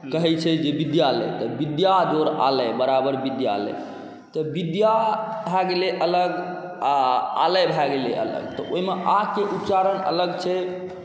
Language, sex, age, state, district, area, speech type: Maithili, male, 18-30, Bihar, Saharsa, rural, spontaneous